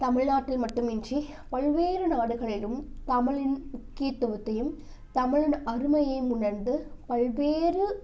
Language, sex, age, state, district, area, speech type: Tamil, female, 18-30, Tamil Nadu, Namakkal, rural, spontaneous